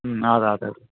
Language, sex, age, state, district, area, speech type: Kannada, male, 45-60, Karnataka, Dharwad, rural, conversation